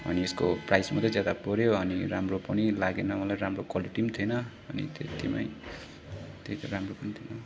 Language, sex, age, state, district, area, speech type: Nepali, male, 30-45, West Bengal, Darjeeling, rural, spontaneous